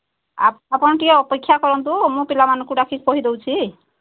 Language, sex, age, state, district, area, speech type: Odia, female, 45-60, Odisha, Sambalpur, rural, conversation